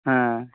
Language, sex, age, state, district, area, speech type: Santali, male, 18-30, West Bengal, Purulia, rural, conversation